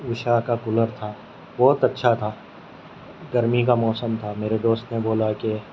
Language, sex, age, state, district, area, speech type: Urdu, male, 18-30, Telangana, Hyderabad, urban, spontaneous